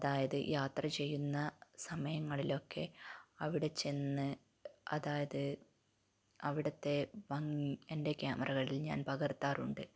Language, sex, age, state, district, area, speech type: Malayalam, female, 18-30, Kerala, Kannur, rural, spontaneous